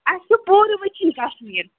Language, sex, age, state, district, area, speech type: Kashmiri, female, 30-45, Jammu and Kashmir, Srinagar, urban, conversation